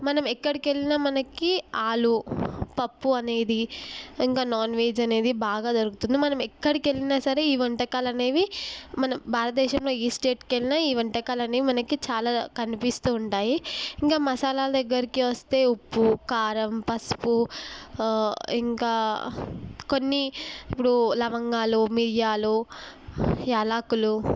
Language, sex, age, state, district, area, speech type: Telugu, female, 18-30, Telangana, Mahbubnagar, urban, spontaneous